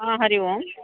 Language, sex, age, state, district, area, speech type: Sanskrit, female, 45-60, Karnataka, Bangalore Urban, urban, conversation